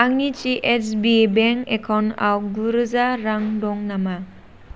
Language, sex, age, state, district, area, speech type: Bodo, female, 18-30, Assam, Chirang, rural, read